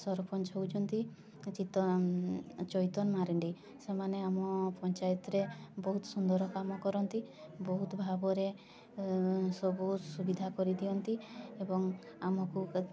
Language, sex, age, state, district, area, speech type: Odia, female, 18-30, Odisha, Mayurbhanj, rural, spontaneous